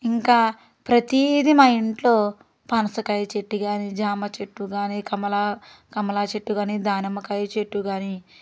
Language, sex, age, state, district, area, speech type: Telugu, female, 30-45, Andhra Pradesh, Guntur, rural, spontaneous